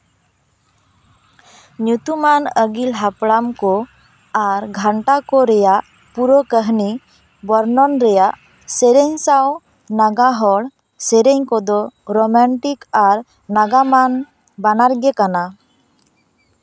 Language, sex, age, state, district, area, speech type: Santali, female, 18-30, West Bengal, Purba Bardhaman, rural, read